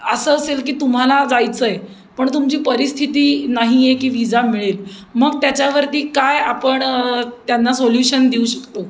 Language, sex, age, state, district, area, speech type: Marathi, female, 30-45, Maharashtra, Pune, urban, spontaneous